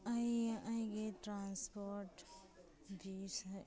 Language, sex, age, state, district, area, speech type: Manipuri, female, 30-45, Manipur, Kangpokpi, urban, read